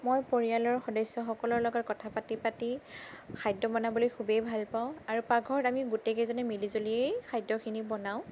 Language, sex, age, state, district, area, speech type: Assamese, female, 30-45, Assam, Sonitpur, rural, spontaneous